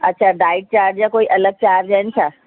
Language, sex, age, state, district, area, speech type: Sindhi, female, 45-60, Delhi, South Delhi, rural, conversation